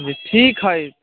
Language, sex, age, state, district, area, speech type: Maithili, male, 45-60, Bihar, Sitamarhi, rural, conversation